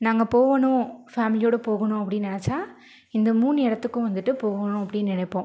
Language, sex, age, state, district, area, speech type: Tamil, female, 30-45, Tamil Nadu, Ariyalur, rural, spontaneous